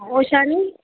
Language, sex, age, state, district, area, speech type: Gujarati, male, 60+, Gujarat, Aravalli, urban, conversation